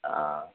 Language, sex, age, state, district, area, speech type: Assamese, male, 60+, Assam, Dibrugarh, rural, conversation